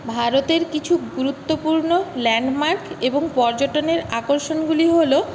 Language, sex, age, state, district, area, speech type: Bengali, female, 30-45, West Bengal, Paschim Medinipur, urban, spontaneous